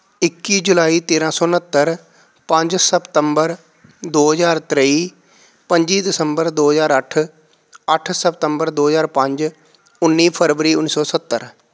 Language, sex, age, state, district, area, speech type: Punjabi, male, 45-60, Punjab, Pathankot, rural, spontaneous